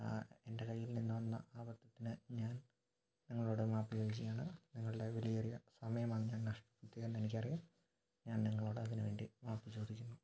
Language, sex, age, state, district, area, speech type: Malayalam, male, 18-30, Kerala, Kottayam, rural, spontaneous